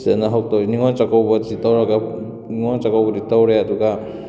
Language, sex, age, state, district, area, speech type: Manipuri, male, 18-30, Manipur, Kakching, rural, spontaneous